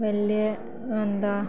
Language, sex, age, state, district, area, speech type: Malayalam, female, 18-30, Kerala, Idukki, rural, spontaneous